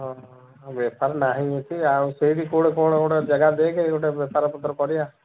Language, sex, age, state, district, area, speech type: Odia, male, 45-60, Odisha, Sambalpur, rural, conversation